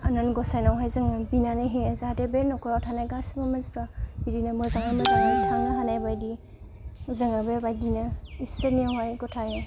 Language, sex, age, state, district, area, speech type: Bodo, female, 18-30, Assam, Kokrajhar, rural, spontaneous